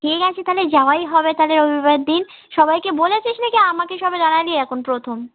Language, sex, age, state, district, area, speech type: Bengali, female, 18-30, West Bengal, South 24 Parganas, rural, conversation